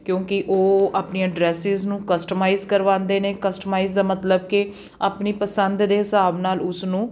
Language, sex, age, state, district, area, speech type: Punjabi, female, 30-45, Punjab, Patiala, urban, spontaneous